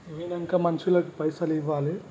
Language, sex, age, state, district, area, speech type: Telugu, male, 30-45, Telangana, Vikarabad, urban, spontaneous